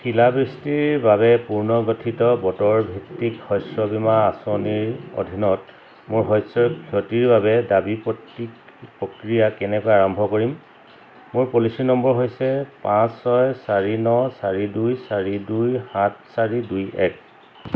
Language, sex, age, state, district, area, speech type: Assamese, male, 45-60, Assam, Dhemaji, rural, read